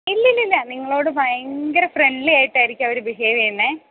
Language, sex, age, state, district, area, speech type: Malayalam, female, 18-30, Kerala, Idukki, rural, conversation